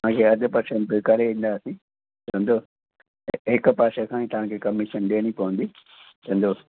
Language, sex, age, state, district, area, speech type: Sindhi, male, 60+, Gujarat, Kutch, urban, conversation